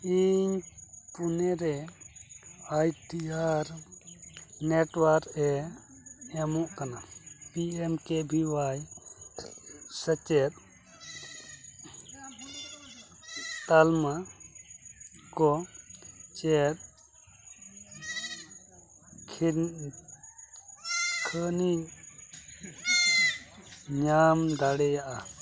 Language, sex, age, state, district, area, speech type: Santali, male, 30-45, West Bengal, Dakshin Dinajpur, rural, read